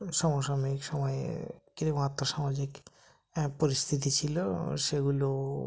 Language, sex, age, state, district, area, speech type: Bengali, male, 45-60, West Bengal, North 24 Parganas, rural, spontaneous